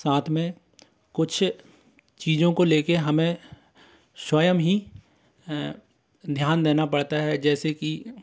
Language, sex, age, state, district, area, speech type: Hindi, male, 18-30, Madhya Pradesh, Bhopal, urban, spontaneous